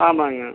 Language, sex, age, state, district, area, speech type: Tamil, male, 45-60, Tamil Nadu, Erode, rural, conversation